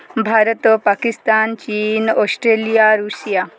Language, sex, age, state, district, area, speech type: Odia, female, 30-45, Odisha, Koraput, urban, spontaneous